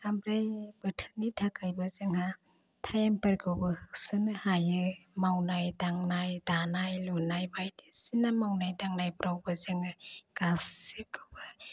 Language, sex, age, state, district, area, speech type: Bodo, female, 45-60, Assam, Chirang, rural, spontaneous